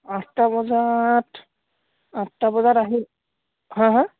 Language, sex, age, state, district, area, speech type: Assamese, male, 18-30, Assam, Sivasagar, rural, conversation